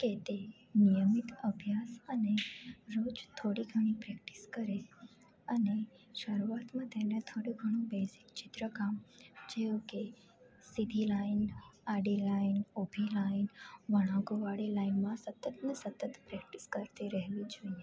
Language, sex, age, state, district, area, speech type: Gujarati, female, 18-30, Gujarat, Junagadh, rural, spontaneous